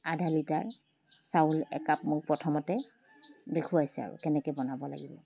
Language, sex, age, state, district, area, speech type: Assamese, female, 45-60, Assam, Charaideo, urban, spontaneous